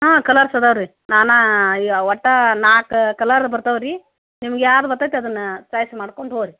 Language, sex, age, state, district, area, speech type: Kannada, female, 45-60, Karnataka, Gadag, rural, conversation